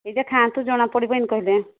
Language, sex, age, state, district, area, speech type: Odia, female, 45-60, Odisha, Angul, rural, conversation